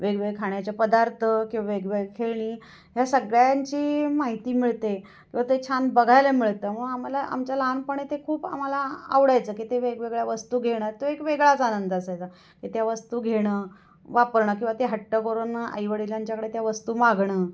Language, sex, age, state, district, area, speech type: Marathi, female, 45-60, Maharashtra, Kolhapur, rural, spontaneous